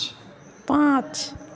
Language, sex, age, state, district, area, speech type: Hindi, female, 60+, Bihar, Madhepura, rural, read